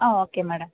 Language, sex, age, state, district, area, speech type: Malayalam, female, 18-30, Kerala, Idukki, rural, conversation